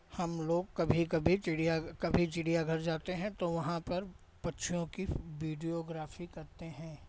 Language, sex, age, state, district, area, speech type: Hindi, male, 60+, Uttar Pradesh, Hardoi, rural, spontaneous